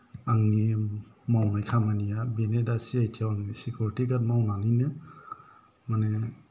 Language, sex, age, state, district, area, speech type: Bodo, male, 45-60, Assam, Kokrajhar, rural, spontaneous